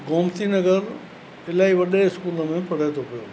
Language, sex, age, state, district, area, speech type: Sindhi, male, 60+, Uttar Pradesh, Lucknow, urban, spontaneous